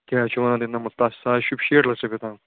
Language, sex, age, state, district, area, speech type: Kashmiri, male, 30-45, Jammu and Kashmir, Ganderbal, rural, conversation